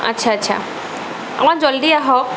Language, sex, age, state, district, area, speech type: Assamese, female, 30-45, Assam, Barpeta, urban, spontaneous